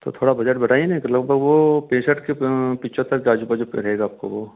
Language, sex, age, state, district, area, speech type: Hindi, male, 30-45, Madhya Pradesh, Ujjain, urban, conversation